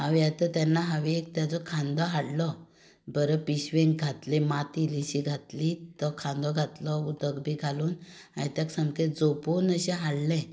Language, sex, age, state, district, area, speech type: Goan Konkani, female, 45-60, Goa, Tiswadi, rural, spontaneous